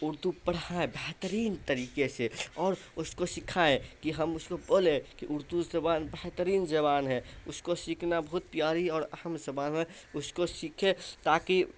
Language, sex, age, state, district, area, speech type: Urdu, male, 18-30, Bihar, Saharsa, rural, spontaneous